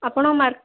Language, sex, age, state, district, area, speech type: Odia, female, 18-30, Odisha, Bhadrak, rural, conversation